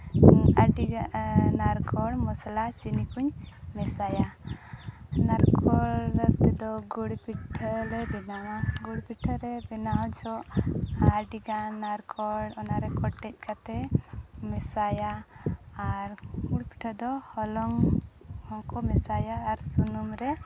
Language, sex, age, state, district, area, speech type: Santali, female, 18-30, Jharkhand, Seraikela Kharsawan, rural, spontaneous